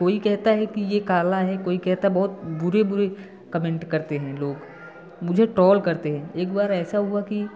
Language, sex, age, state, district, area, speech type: Hindi, male, 18-30, Uttar Pradesh, Prayagraj, rural, spontaneous